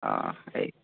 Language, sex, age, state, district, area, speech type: Assamese, male, 18-30, Assam, Golaghat, rural, conversation